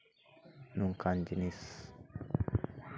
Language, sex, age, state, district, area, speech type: Santali, male, 30-45, West Bengal, Paschim Bardhaman, rural, spontaneous